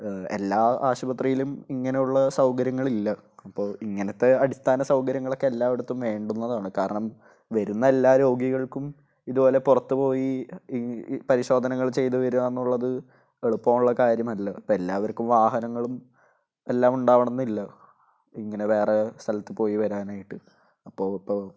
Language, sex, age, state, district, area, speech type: Malayalam, male, 18-30, Kerala, Thrissur, urban, spontaneous